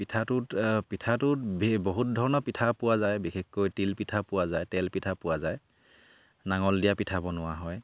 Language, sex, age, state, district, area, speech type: Assamese, male, 30-45, Assam, Sivasagar, rural, spontaneous